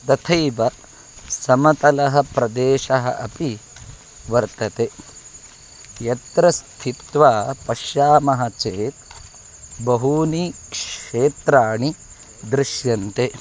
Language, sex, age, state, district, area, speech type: Sanskrit, male, 30-45, Kerala, Kasaragod, rural, spontaneous